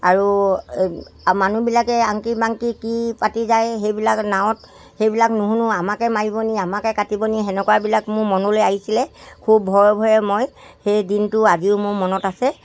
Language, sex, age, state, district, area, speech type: Assamese, male, 60+, Assam, Dibrugarh, rural, spontaneous